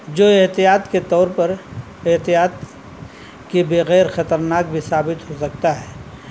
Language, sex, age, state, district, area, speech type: Urdu, male, 60+, Uttar Pradesh, Azamgarh, rural, spontaneous